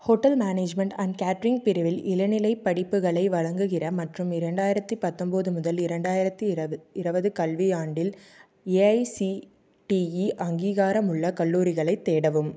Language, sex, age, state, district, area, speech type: Tamil, female, 18-30, Tamil Nadu, Tiruppur, rural, read